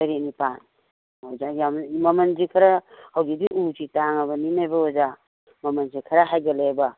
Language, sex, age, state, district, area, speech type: Manipuri, female, 60+, Manipur, Imphal East, rural, conversation